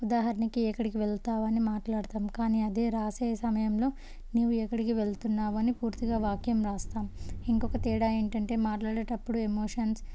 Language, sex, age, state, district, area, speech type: Telugu, female, 18-30, Telangana, Jangaon, urban, spontaneous